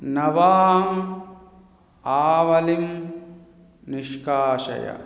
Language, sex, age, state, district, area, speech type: Sanskrit, male, 30-45, Telangana, Hyderabad, urban, read